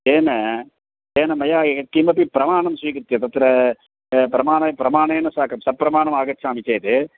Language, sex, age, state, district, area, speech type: Sanskrit, male, 60+, Tamil Nadu, Tiruchirappalli, urban, conversation